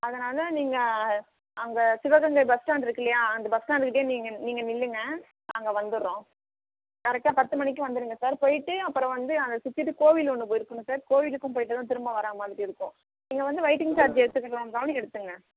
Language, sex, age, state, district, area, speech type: Tamil, male, 60+, Tamil Nadu, Tiruvarur, rural, conversation